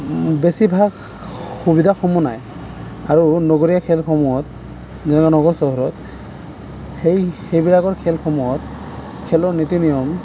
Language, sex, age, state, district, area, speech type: Assamese, male, 18-30, Assam, Sonitpur, rural, spontaneous